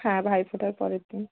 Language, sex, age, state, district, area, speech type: Bengali, female, 60+, West Bengal, Nadia, urban, conversation